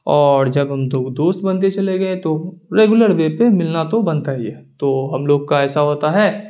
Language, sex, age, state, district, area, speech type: Urdu, male, 18-30, Bihar, Darbhanga, rural, spontaneous